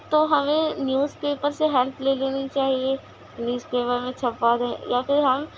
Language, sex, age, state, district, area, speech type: Urdu, female, 18-30, Uttar Pradesh, Gautam Buddha Nagar, rural, spontaneous